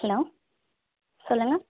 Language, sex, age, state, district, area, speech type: Tamil, female, 30-45, Tamil Nadu, Madurai, urban, conversation